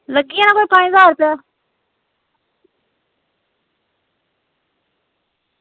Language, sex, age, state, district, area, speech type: Dogri, female, 45-60, Jammu and Kashmir, Samba, rural, conversation